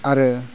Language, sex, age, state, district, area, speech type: Bodo, male, 18-30, Assam, Udalguri, rural, spontaneous